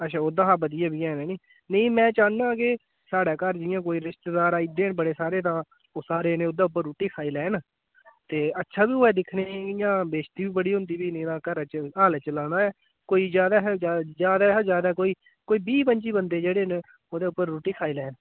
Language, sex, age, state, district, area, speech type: Dogri, male, 18-30, Jammu and Kashmir, Udhampur, rural, conversation